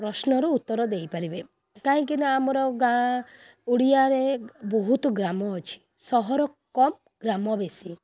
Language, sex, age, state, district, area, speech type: Odia, female, 30-45, Odisha, Kendrapara, urban, spontaneous